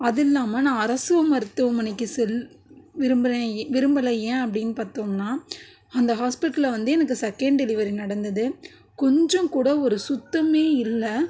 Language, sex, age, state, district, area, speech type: Tamil, female, 30-45, Tamil Nadu, Tiruvarur, rural, spontaneous